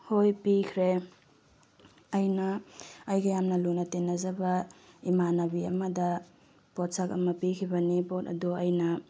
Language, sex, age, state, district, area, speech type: Manipuri, female, 18-30, Manipur, Tengnoupal, rural, spontaneous